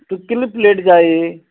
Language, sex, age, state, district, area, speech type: Goan Konkani, male, 45-60, Goa, Canacona, rural, conversation